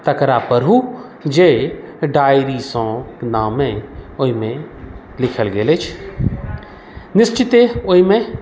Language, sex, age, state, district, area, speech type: Maithili, male, 45-60, Bihar, Madhubani, rural, spontaneous